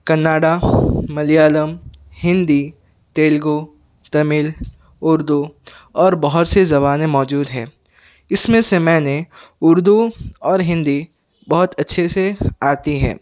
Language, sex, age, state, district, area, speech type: Urdu, male, 18-30, Telangana, Hyderabad, urban, spontaneous